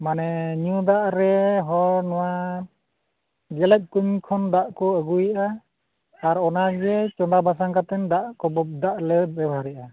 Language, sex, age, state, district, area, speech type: Santali, male, 45-60, Odisha, Mayurbhanj, rural, conversation